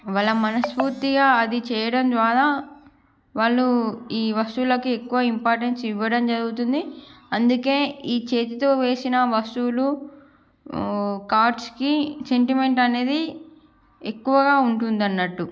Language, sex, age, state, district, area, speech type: Telugu, female, 18-30, Andhra Pradesh, Srikakulam, urban, spontaneous